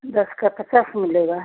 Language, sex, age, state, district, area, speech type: Hindi, female, 60+, Bihar, Begusarai, rural, conversation